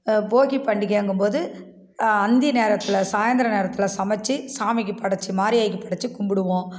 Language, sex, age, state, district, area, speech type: Tamil, female, 45-60, Tamil Nadu, Kallakurichi, rural, spontaneous